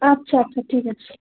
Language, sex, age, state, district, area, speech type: Bengali, female, 18-30, West Bengal, Alipurduar, rural, conversation